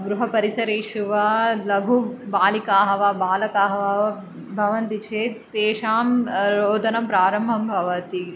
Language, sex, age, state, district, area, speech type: Sanskrit, female, 18-30, Andhra Pradesh, Chittoor, urban, spontaneous